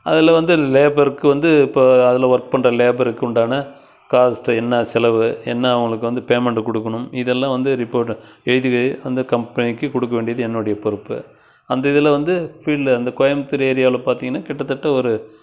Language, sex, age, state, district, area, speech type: Tamil, male, 60+, Tamil Nadu, Krishnagiri, rural, spontaneous